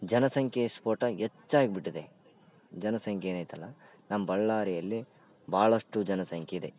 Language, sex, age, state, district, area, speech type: Kannada, male, 18-30, Karnataka, Bellary, rural, spontaneous